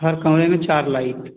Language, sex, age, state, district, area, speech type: Hindi, male, 30-45, Uttar Pradesh, Azamgarh, rural, conversation